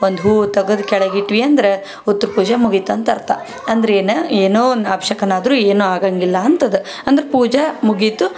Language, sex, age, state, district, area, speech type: Kannada, female, 30-45, Karnataka, Dharwad, rural, spontaneous